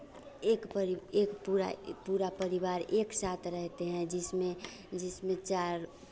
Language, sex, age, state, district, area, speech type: Hindi, female, 30-45, Bihar, Vaishali, urban, spontaneous